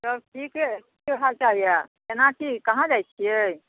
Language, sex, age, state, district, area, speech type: Maithili, female, 45-60, Bihar, Samastipur, rural, conversation